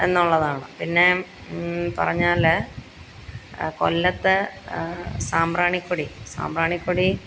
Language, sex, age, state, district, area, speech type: Malayalam, female, 45-60, Kerala, Pathanamthitta, rural, spontaneous